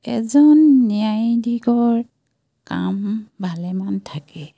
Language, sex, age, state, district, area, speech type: Assamese, female, 45-60, Assam, Dibrugarh, rural, spontaneous